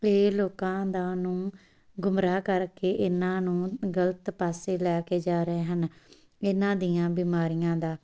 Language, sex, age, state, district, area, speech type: Punjabi, female, 18-30, Punjab, Tarn Taran, rural, spontaneous